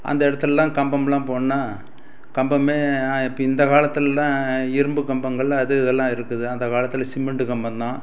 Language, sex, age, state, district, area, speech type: Tamil, male, 60+, Tamil Nadu, Salem, urban, spontaneous